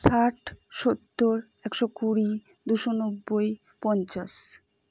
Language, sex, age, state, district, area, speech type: Bengali, female, 30-45, West Bengal, Purba Bardhaman, urban, spontaneous